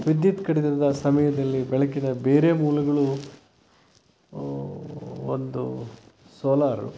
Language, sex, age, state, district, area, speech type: Kannada, male, 60+, Karnataka, Chitradurga, rural, spontaneous